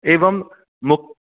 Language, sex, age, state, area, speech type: Sanskrit, male, 18-30, Jharkhand, urban, conversation